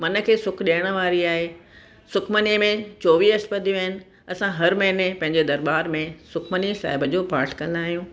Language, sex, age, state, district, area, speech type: Sindhi, female, 60+, Rajasthan, Ajmer, urban, spontaneous